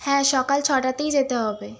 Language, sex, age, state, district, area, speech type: Bengali, female, 18-30, West Bengal, Howrah, urban, spontaneous